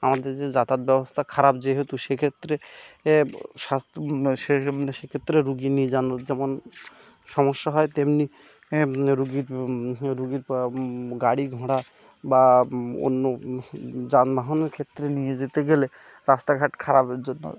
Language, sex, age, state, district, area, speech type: Bengali, male, 18-30, West Bengal, Birbhum, urban, spontaneous